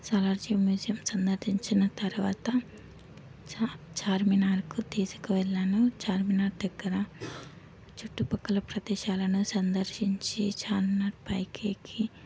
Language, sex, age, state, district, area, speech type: Telugu, female, 18-30, Telangana, Hyderabad, urban, spontaneous